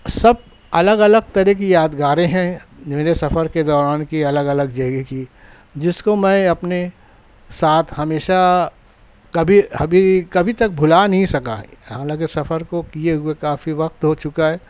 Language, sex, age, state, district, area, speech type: Urdu, male, 30-45, Maharashtra, Nashik, urban, spontaneous